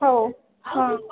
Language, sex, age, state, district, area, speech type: Odia, female, 18-30, Odisha, Jajpur, rural, conversation